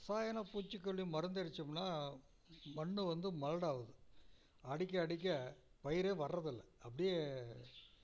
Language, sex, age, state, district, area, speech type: Tamil, male, 60+, Tamil Nadu, Namakkal, rural, spontaneous